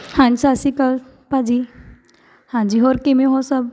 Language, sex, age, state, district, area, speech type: Punjabi, female, 18-30, Punjab, Shaheed Bhagat Singh Nagar, urban, spontaneous